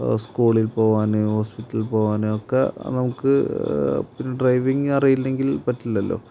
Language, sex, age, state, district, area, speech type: Malayalam, male, 30-45, Kerala, Malappuram, rural, spontaneous